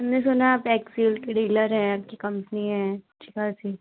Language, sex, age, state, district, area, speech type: Hindi, female, 18-30, Uttar Pradesh, Pratapgarh, urban, conversation